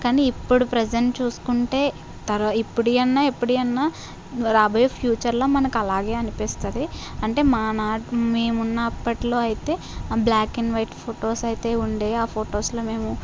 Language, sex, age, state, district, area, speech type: Telugu, female, 45-60, Andhra Pradesh, Kakinada, rural, spontaneous